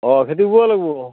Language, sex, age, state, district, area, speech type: Assamese, male, 45-60, Assam, Barpeta, rural, conversation